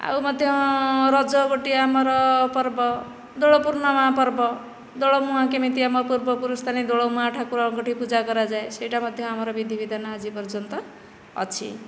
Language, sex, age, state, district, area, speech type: Odia, female, 45-60, Odisha, Nayagarh, rural, spontaneous